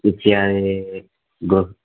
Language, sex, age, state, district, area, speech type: Sanskrit, male, 18-30, Telangana, Karimnagar, urban, conversation